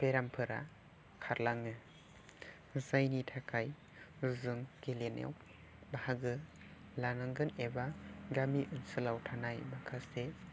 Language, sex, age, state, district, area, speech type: Bodo, male, 18-30, Assam, Chirang, rural, spontaneous